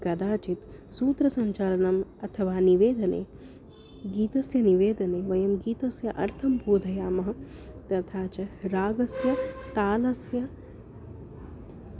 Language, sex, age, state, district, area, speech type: Sanskrit, female, 30-45, Maharashtra, Nagpur, urban, spontaneous